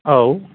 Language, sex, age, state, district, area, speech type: Bodo, male, 45-60, Assam, Kokrajhar, urban, conversation